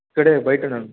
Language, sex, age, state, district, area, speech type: Telugu, male, 18-30, Andhra Pradesh, Chittoor, rural, conversation